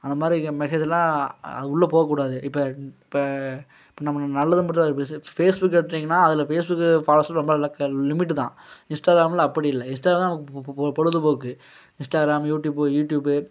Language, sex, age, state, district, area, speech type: Tamil, male, 18-30, Tamil Nadu, Coimbatore, rural, spontaneous